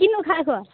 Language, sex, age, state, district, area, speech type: Assamese, female, 18-30, Assam, Udalguri, rural, conversation